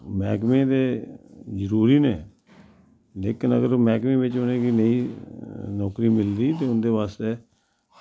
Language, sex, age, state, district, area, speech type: Dogri, male, 60+, Jammu and Kashmir, Samba, rural, spontaneous